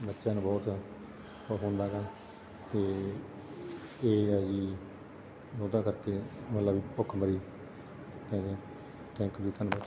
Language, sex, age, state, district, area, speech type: Punjabi, male, 30-45, Punjab, Bathinda, rural, spontaneous